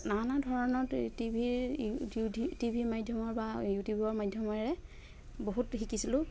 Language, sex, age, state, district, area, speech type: Assamese, female, 30-45, Assam, Dhemaji, rural, spontaneous